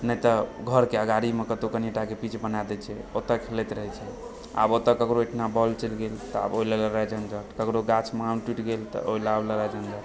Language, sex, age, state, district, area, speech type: Maithili, male, 18-30, Bihar, Supaul, urban, spontaneous